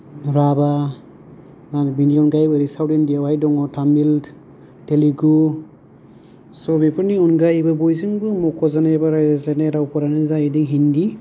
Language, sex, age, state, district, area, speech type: Bodo, male, 30-45, Assam, Kokrajhar, rural, spontaneous